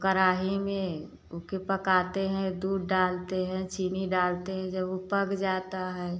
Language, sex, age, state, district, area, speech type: Hindi, female, 45-60, Uttar Pradesh, Prayagraj, urban, spontaneous